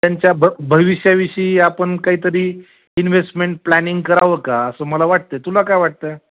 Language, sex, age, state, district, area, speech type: Marathi, male, 45-60, Maharashtra, Nanded, urban, conversation